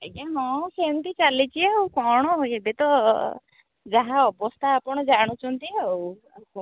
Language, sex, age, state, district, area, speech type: Odia, female, 30-45, Odisha, Jagatsinghpur, rural, conversation